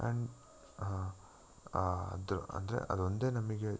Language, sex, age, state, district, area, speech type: Kannada, male, 18-30, Karnataka, Chikkamagaluru, rural, spontaneous